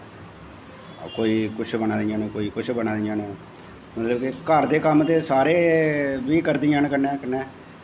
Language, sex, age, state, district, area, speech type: Dogri, male, 45-60, Jammu and Kashmir, Jammu, urban, spontaneous